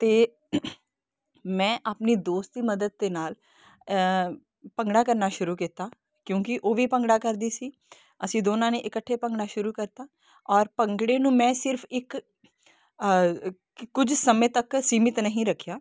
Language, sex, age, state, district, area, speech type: Punjabi, female, 30-45, Punjab, Kapurthala, urban, spontaneous